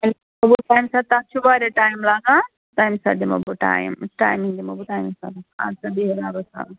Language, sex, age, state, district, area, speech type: Kashmiri, female, 30-45, Jammu and Kashmir, Srinagar, urban, conversation